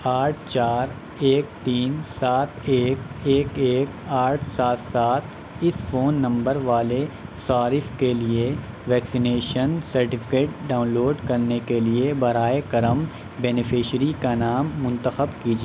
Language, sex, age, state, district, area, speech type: Urdu, male, 18-30, Uttar Pradesh, Shahjahanpur, rural, read